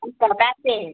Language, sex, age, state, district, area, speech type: Dogri, female, 18-30, Jammu and Kashmir, Udhampur, rural, conversation